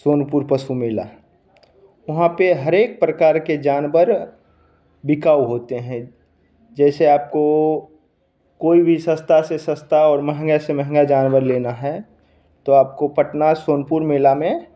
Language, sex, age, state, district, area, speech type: Hindi, male, 30-45, Bihar, Begusarai, rural, spontaneous